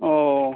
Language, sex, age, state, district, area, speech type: Bengali, male, 30-45, West Bengal, Uttar Dinajpur, rural, conversation